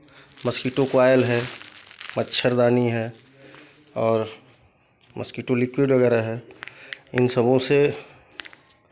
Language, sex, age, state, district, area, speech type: Hindi, male, 45-60, Uttar Pradesh, Chandauli, urban, spontaneous